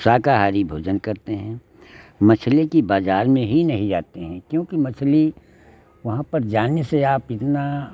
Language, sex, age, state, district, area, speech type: Hindi, male, 60+, Uttar Pradesh, Lucknow, rural, spontaneous